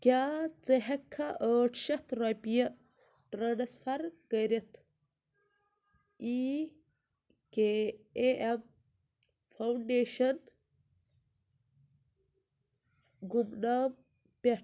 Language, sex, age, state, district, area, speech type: Kashmiri, female, 18-30, Jammu and Kashmir, Ganderbal, rural, read